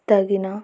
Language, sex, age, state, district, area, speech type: Telugu, female, 18-30, Andhra Pradesh, Nandyal, urban, spontaneous